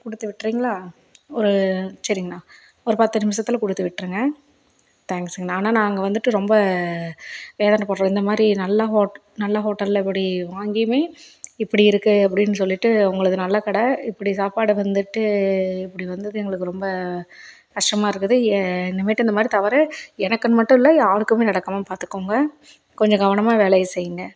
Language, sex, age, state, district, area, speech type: Tamil, female, 30-45, Tamil Nadu, Salem, rural, spontaneous